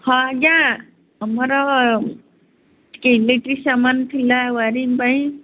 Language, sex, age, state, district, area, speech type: Odia, female, 60+, Odisha, Gajapati, rural, conversation